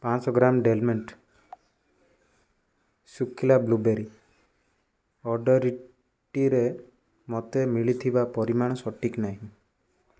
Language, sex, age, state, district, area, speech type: Odia, male, 18-30, Odisha, Kendujhar, urban, read